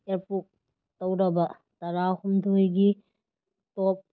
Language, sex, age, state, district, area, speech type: Manipuri, female, 30-45, Manipur, Kakching, rural, read